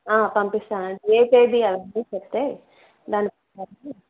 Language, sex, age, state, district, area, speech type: Telugu, female, 30-45, Andhra Pradesh, Kadapa, urban, conversation